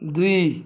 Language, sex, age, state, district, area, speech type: Odia, male, 45-60, Odisha, Balangir, urban, read